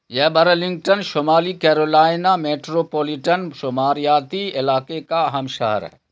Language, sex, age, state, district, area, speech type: Urdu, male, 60+, Bihar, Khagaria, rural, read